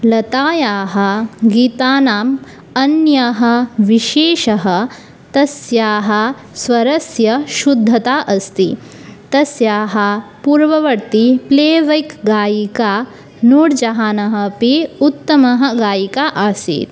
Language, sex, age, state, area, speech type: Sanskrit, female, 18-30, Tripura, rural, spontaneous